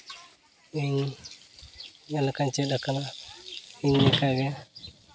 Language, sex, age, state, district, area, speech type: Santali, male, 30-45, Jharkhand, Seraikela Kharsawan, rural, spontaneous